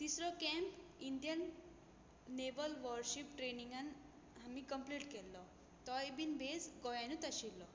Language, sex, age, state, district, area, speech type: Goan Konkani, female, 18-30, Goa, Tiswadi, rural, spontaneous